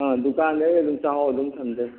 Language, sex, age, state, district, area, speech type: Manipuri, male, 60+, Manipur, Thoubal, rural, conversation